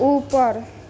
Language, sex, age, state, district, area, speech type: Maithili, female, 30-45, Bihar, Sitamarhi, rural, read